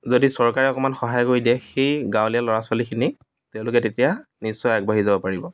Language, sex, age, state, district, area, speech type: Assamese, male, 30-45, Assam, Dibrugarh, rural, spontaneous